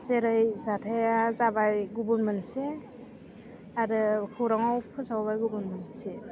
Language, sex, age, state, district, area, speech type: Bodo, female, 30-45, Assam, Udalguri, urban, spontaneous